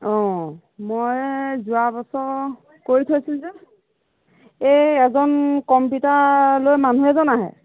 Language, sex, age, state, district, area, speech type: Assamese, female, 45-60, Assam, Golaghat, rural, conversation